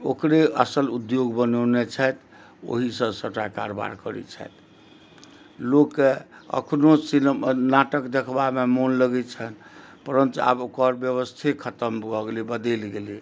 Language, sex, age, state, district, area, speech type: Maithili, male, 60+, Bihar, Madhubani, rural, spontaneous